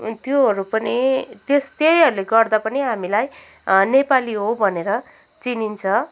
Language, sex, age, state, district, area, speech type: Nepali, female, 18-30, West Bengal, Kalimpong, rural, spontaneous